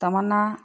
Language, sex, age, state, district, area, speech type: Tamil, female, 60+, Tamil Nadu, Dharmapuri, urban, spontaneous